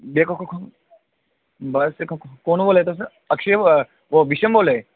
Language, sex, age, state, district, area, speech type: Dogri, male, 18-30, Jammu and Kashmir, Udhampur, urban, conversation